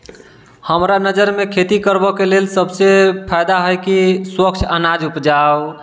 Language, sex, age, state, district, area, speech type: Maithili, male, 30-45, Bihar, Sitamarhi, urban, spontaneous